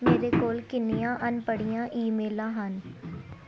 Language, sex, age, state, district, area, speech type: Punjabi, female, 18-30, Punjab, Tarn Taran, urban, read